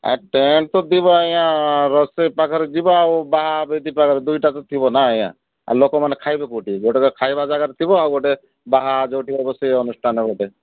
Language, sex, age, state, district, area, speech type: Odia, male, 60+, Odisha, Malkangiri, urban, conversation